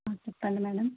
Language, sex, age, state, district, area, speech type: Telugu, female, 30-45, Andhra Pradesh, Chittoor, rural, conversation